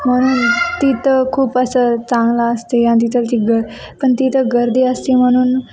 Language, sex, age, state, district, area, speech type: Marathi, female, 18-30, Maharashtra, Nanded, urban, spontaneous